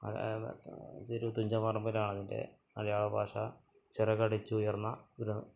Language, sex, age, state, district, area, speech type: Malayalam, male, 30-45, Kerala, Malappuram, rural, spontaneous